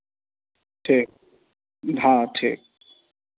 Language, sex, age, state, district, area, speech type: Hindi, male, 18-30, Bihar, Vaishali, rural, conversation